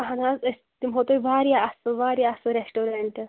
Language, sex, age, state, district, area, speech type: Kashmiri, female, 30-45, Jammu and Kashmir, Shopian, rural, conversation